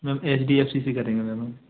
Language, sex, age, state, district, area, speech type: Hindi, male, 30-45, Madhya Pradesh, Gwalior, rural, conversation